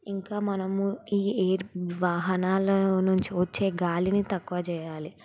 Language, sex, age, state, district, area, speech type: Telugu, female, 18-30, Telangana, Sangareddy, urban, spontaneous